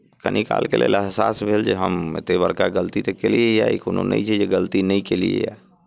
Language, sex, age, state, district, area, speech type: Maithili, male, 30-45, Bihar, Muzaffarpur, urban, spontaneous